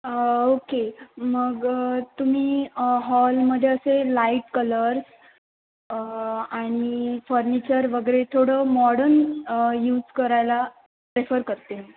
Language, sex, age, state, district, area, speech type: Marathi, female, 18-30, Maharashtra, Sindhudurg, urban, conversation